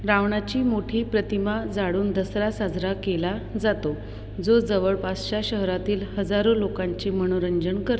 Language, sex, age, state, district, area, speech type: Marathi, female, 18-30, Maharashtra, Buldhana, rural, read